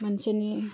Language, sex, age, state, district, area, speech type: Bodo, female, 18-30, Assam, Udalguri, rural, spontaneous